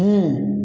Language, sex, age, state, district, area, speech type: Odia, male, 30-45, Odisha, Koraput, urban, read